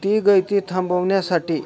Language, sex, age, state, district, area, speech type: Marathi, male, 18-30, Maharashtra, Osmanabad, rural, spontaneous